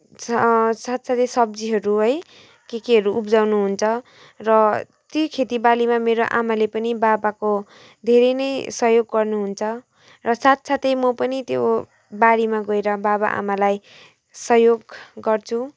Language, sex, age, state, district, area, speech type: Nepali, female, 18-30, West Bengal, Kalimpong, rural, spontaneous